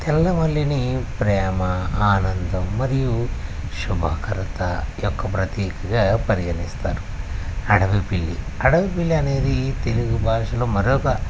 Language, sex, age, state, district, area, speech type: Telugu, male, 60+, Andhra Pradesh, West Godavari, rural, spontaneous